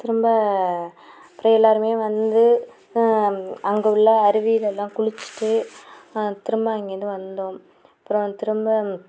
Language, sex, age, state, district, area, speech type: Tamil, female, 45-60, Tamil Nadu, Mayiladuthurai, rural, spontaneous